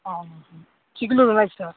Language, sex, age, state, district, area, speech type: Odia, male, 45-60, Odisha, Nabarangpur, rural, conversation